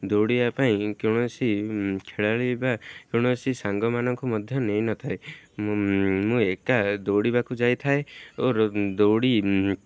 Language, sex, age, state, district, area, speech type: Odia, male, 18-30, Odisha, Jagatsinghpur, rural, spontaneous